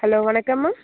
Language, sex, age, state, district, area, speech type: Tamil, female, 30-45, Tamil Nadu, Mayiladuthurai, rural, conversation